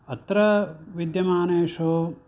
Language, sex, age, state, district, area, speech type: Sanskrit, male, 60+, Karnataka, Uttara Kannada, rural, spontaneous